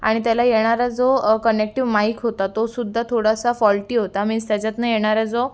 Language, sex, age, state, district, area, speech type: Marathi, female, 18-30, Maharashtra, Raigad, urban, spontaneous